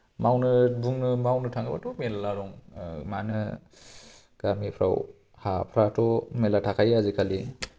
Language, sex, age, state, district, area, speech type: Bodo, male, 30-45, Assam, Kokrajhar, urban, spontaneous